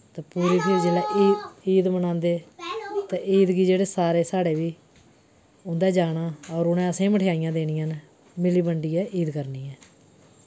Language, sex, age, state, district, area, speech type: Dogri, female, 45-60, Jammu and Kashmir, Udhampur, urban, spontaneous